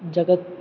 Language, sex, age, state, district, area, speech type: Kannada, male, 18-30, Karnataka, Gulbarga, urban, spontaneous